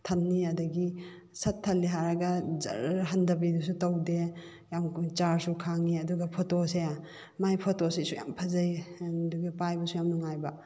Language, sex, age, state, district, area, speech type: Manipuri, female, 45-60, Manipur, Kakching, rural, spontaneous